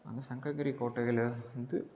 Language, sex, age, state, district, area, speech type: Tamil, male, 18-30, Tamil Nadu, Salem, urban, spontaneous